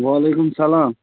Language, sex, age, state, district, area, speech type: Kashmiri, male, 18-30, Jammu and Kashmir, Baramulla, rural, conversation